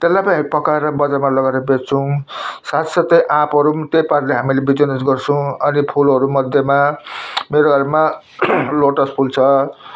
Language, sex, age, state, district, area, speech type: Nepali, male, 60+, West Bengal, Jalpaiguri, urban, spontaneous